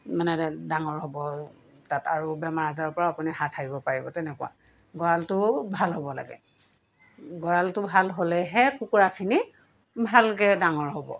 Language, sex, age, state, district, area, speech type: Assamese, female, 45-60, Assam, Golaghat, urban, spontaneous